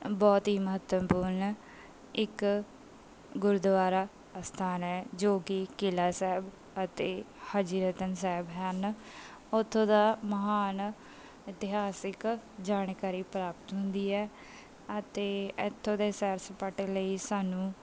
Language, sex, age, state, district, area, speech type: Punjabi, female, 30-45, Punjab, Bathinda, urban, spontaneous